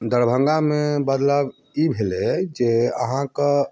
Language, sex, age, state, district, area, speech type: Maithili, male, 30-45, Bihar, Darbhanga, rural, spontaneous